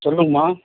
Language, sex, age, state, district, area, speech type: Tamil, male, 45-60, Tamil Nadu, Krishnagiri, rural, conversation